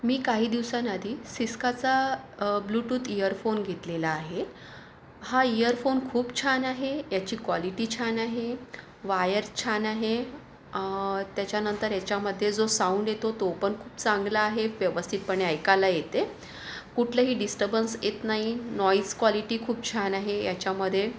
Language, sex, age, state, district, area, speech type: Marathi, female, 45-60, Maharashtra, Yavatmal, urban, spontaneous